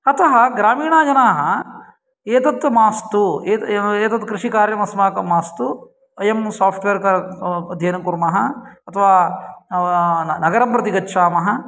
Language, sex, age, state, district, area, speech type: Sanskrit, male, 45-60, Karnataka, Uttara Kannada, rural, spontaneous